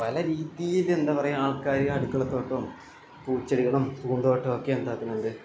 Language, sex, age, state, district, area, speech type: Malayalam, male, 18-30, Kerala, Wayanad, rural, spontaneous